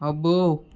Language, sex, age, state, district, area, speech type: Telugu, male, 18-30, Andhra Pradesh, Vizianagaram, rural, read